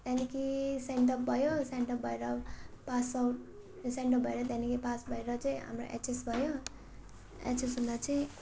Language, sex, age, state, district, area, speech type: Nepali, female, 18-30, West Bengal, Darjeeling, rural, spontaneous